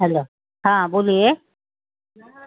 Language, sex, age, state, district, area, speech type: Marathi, female, 45-60, Maharashtra, Nagpur, urban, conversation